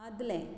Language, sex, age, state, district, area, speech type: Goan Konkani, female, 45-60, Goa, Bardez, urban, read